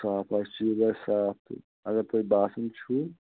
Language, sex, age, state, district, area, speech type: Kashmiri, male, 60+, Jammu and Kashmir, Shopian, rural, conversation